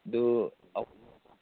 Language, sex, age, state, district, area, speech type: Manipuri, male, 30-45, Manipur, Churachandpur, rural, conversation